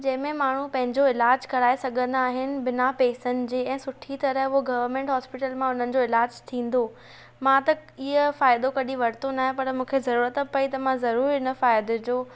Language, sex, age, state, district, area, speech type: Sindhi, female, 18-30, Maharashtra, Thane, urban, spontaneous